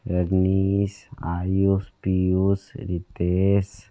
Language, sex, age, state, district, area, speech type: Hindi, male, 30-45, Uttar Pradesh, Sonbhadra, rural, spontaneous